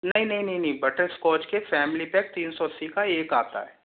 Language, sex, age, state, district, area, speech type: Hindi, male, 18-30, Rajasthan, Jaipur, urban, conversation